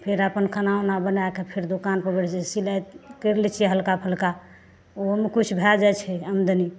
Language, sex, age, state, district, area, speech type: Maithili, female, 45-60, Bihar, Madhepura, rural, spontaneous